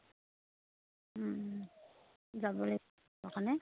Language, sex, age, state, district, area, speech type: Assamese, female, 30-45, Assam, Dhemaji, rural, conversation